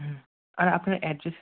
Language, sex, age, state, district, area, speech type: Bengali, male, 60+, West Bengal, Paschim Bardhaman, urban, conversation